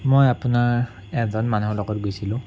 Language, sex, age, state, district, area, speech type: Assamese, male, 30-45, Assam, Sonitpur, rural, spontaneous